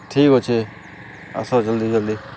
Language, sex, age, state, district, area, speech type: Odia, male, 18-30, Odisha, Balangir, urban, spontaneous